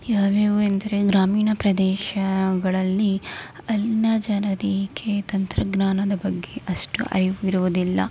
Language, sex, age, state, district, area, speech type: Kannada, female, 18-30, Karnataka, Tumkur, urban, spontaneous